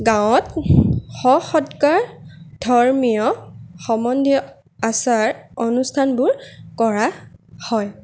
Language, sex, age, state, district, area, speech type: Assamese, female, 30-45, Assam, Lakhimpur, rural, spontaneous